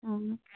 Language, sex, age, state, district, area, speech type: Manipuri, female, 45-60, Manipur, Churachandpur, urban, conversation